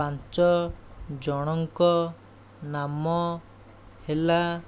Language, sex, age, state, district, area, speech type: Odia, male, 45-60, Odisha, Khordha, rural, spontaneous